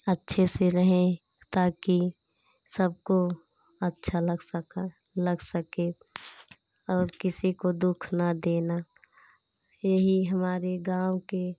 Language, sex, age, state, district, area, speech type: Hindi, female, 30-45, Uttar Pradesh, Pratapgarh, rural, spontaneous